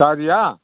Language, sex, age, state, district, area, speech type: Bodo, male, 60+, Assam, Udalguri, rural, conversation